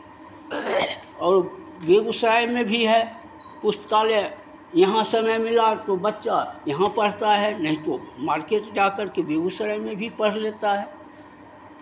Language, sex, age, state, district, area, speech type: Hindi, male, 60+, Bihar, Begusarai, rural, spontaneous